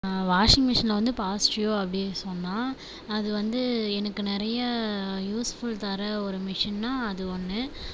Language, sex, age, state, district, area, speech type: Tamil, female, 30-45, Tamil Nadu, Viluppuram, rural, spontaneous